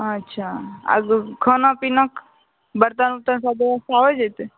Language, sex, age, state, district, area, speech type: Maithili, female, 18-30, Bihar, Begusarai, urban, conversation